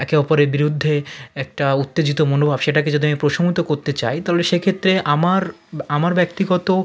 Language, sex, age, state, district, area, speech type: Bengali, male, 30-45, West Bengal, South 24 Parganas, rural, spontaneous